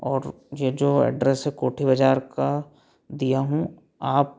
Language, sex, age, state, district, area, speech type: Hindi, male, 30-45, Madhya Pradesh, Betul, urban, spontaneous